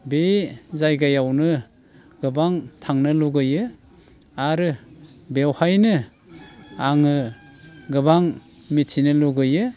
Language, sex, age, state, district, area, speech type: Bodo, male, 60+, Assam, Baksa, urban, spontaneous